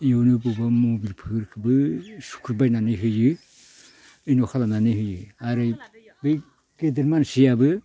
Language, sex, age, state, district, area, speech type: Bodo, male, 60+, Assam, Baksa, rural, spontaneous